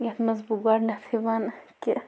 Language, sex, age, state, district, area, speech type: Kashmiri, female, 18-30, Jammu and Kashmir, Bandipora, rural, spontaneous